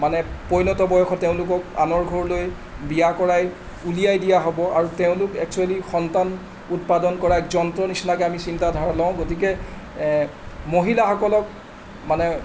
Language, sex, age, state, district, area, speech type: Assamese, male, 45-60, Assam, Charaideo, urban, spontaneous